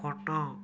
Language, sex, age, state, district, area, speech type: Odia, male, 18-30, Odisha, Cuttack, urban, read